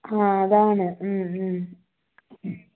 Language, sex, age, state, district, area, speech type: Malayalam, female, 30-45, Kerala, Thiruvananthapuram, rural, conversation